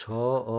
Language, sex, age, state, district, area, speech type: Odia, male, 60+, Odisha, Boudh, rural, read